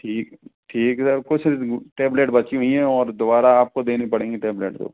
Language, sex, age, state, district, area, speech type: Hindi, male, 30-45, Rajasthan, Karauli, rural, conversation